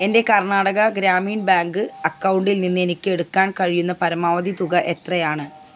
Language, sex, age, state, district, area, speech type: Malayalam, female, 45-60, Kerala, Malappuram, rural, read